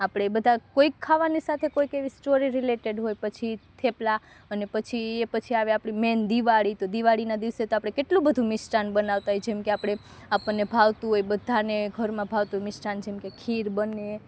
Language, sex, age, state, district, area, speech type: Gujarati, female, 30-45, Gujarat, Rajkot, rural, spontaneous